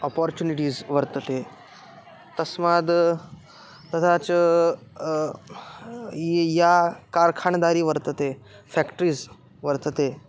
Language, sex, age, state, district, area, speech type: Sanskrit, male, 18-30, Maharashtra, Aurangabad, urban, spontaneous